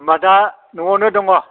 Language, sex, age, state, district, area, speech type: Bodo, male, 60+, Assam, Kokrajhar, rural, conversation